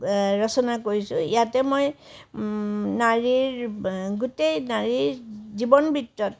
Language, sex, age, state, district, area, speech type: Assamese, female, 60+, Assam, Tinsukia, rural, spontaneous